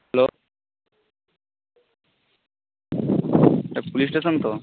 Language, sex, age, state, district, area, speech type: Bengali, male, 18-30, West Bengal, Jhargram, rural, conversation